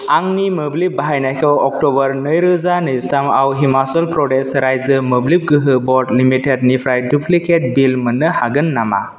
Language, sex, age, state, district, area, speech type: Bodo, male, 18-30, Assam, Kokrajhar, rural, read